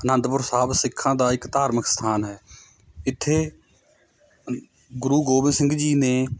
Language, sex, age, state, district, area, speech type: Punjabi, male, 30-45, Punjab, Mohali, rural, spontaneous